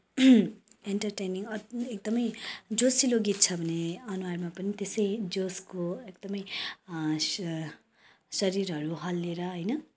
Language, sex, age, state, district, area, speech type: Nepali, female, 30-45, West Bengal, Kalimpong, rural, spontaneous